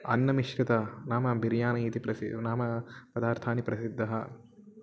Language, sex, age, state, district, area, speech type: Sanskrit, male, 18-30, Telangana, Mahbubnagar, urban, spontaneous